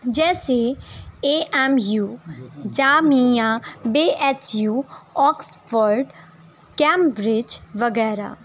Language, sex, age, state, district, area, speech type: Urdu, female, 18-30, Uttar Pradesh, Shahjahanpur, rural, spontaneous